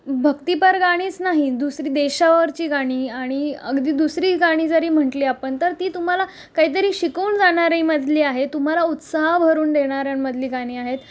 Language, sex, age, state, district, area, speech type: Marathi, female, 30-45, Maharashtra, Mumbai Suburban, urban, spontaneous